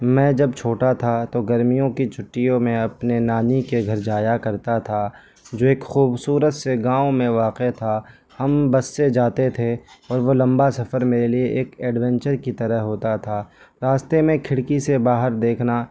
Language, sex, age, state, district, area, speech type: Urdu, male, 18-30, Delhi, New Delhi, rural, spontaneous